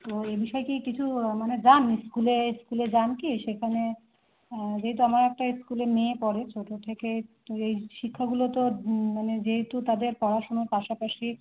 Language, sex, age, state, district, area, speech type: Bengali, female, 30-45, West Bengal, Howrah, urban, conversation